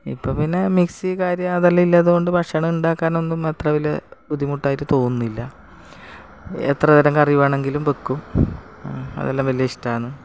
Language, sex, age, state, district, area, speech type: Malayalam, female, 45-60, Kerala, Kasaragod, rural, spontaneous